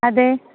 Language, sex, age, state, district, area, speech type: Malayalam, female, 30-45, Kerala, Thiruvananthapuram, rural, conversation